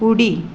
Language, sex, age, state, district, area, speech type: Goan Konkani, female, 45-60, Goa, Ponda, rural, read